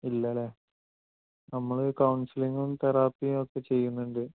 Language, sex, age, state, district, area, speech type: Malayalam, male, 18-30, Kerala, Wayanad, rural, conversation